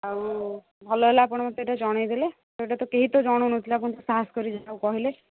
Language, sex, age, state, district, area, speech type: Odia, female, 45-60, Odisha, Angul, rural, conversation